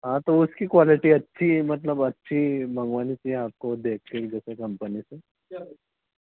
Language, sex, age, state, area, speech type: Hindi, male, 30-45, Madhya Pradesh, rural, conversation